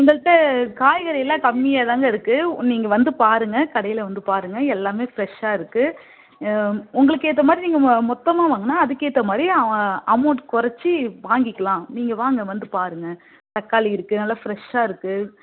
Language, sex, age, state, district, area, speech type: Tamil, female, 30-45, Tamil Nadu, Kallakurichi, urban, conversation